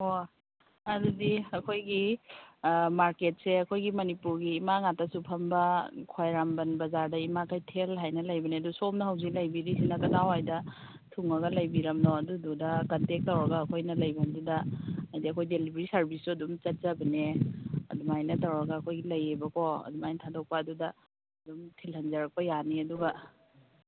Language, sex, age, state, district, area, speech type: Manipuri, female, 30-45, Manipur, Kakching, rural, conversation